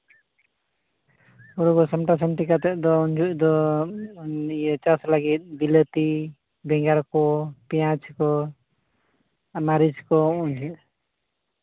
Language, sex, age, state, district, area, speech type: Santali, male, 30-45, Jharkhand, Seraikela Kharsawan, rural, conversation